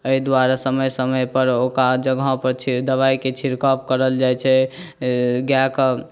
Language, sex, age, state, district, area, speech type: Maithili, male, 18-30, Bihar, Saharsa, rural, spontaneous